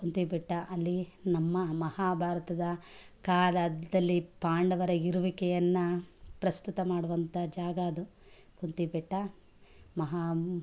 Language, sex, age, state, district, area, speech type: Kannada, female, 45-60, Karnataka, Mandya, urban, spontaneous